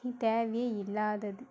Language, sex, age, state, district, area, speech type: Tamil, female, 30-45, Tamil Nadu, Mayiladuthurai, urban, spontaneous